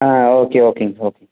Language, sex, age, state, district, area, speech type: Tamil, male, 18-30, Tamil Nadu, Dharmapuri, rural, conversation